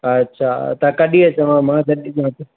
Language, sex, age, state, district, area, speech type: Sindhi, male, 45-60, Maharashtra, Mumbai City, urban, conversation